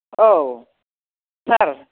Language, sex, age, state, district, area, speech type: Bodo, female, 45-60, Assam, Udalguri, urban, conversation